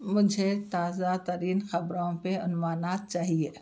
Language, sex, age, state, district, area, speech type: Urdu, other, 60+, Telangana, Hyderabad, urban, read